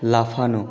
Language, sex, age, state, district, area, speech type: Bengali, male, 18-30, West Bengal, Jalpaiguri, rural, read